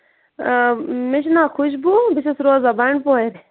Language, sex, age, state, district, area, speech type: Kashmiri, female, 18-30, Jammu and Kashmir, Bandipora, rural, conversation